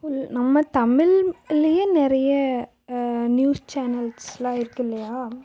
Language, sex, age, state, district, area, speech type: Tamil, female, 18-30, Tamil Nadu, Karur, rural, spontaneous